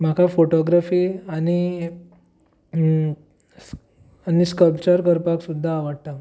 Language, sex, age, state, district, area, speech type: Goan Konkani, male, 18-30, Goa, Tiswadi, rural, spontaneous